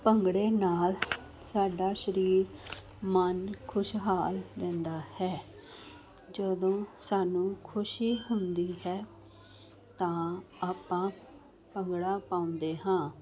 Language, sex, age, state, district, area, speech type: Punjabi, female, 30-45, Punjab, Jalandhar, urban, spontaneous